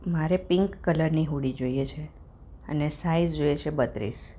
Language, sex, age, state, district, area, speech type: Gujarati, female, 30-45, Gujarat, Kheda, urban, spontaneous